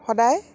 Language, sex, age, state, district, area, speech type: Assamese, female, 45-60, Assam, Dibrugarh, rural, spontaneous